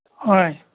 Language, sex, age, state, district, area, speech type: Manipuri, male, 60+, Manipur, Imphal East, rural, conversation